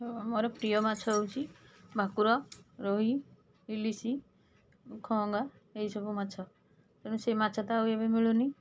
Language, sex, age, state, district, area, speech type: Odia, female, 45-60, Odisha, Puri, urban, spontaneous